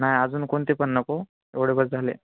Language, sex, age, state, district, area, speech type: Marathi, male, 18-30, Maharashtra, Nanded, urban, conversation